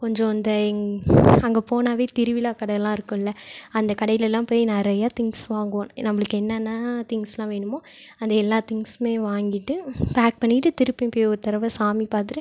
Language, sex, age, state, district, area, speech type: Tamil, female, 18-30, Tamil Nadu, Ariyalur, rural, spontaneous